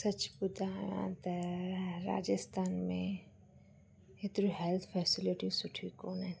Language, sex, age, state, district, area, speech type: Sindhi, female, 30-45, Rajasthan, Ajmer, urban, spontaneous